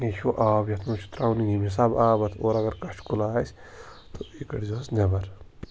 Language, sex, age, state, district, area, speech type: Kashmiri, male, 18-30, Jammu and Kashmir, Pulwama, rural, spontaneous